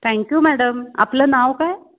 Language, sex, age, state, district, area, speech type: Marathi, female, 45-60, Maharashtra, Pune, urban, conversation